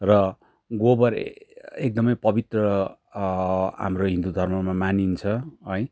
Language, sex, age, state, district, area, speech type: Nepali, male, 30-45, West Bengal, Darjeeling, rural, spontaneous